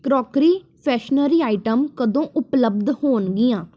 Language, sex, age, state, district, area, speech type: Punjabi, female, 18-30, Punjab, Tarn Taran, urban, read